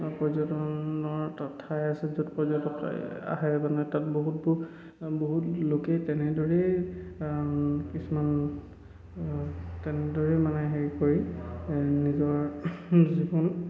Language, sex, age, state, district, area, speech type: Assamese, male, 18-30, Assam, Charaideo, rural, spontaneous